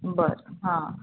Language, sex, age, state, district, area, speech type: Marathi, female, 45-60, Maharashtra, Thane, rural, conversation